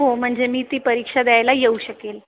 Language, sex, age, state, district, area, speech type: Marathi, female, 30-45, Maharashtra, Buldhana, urban, conversation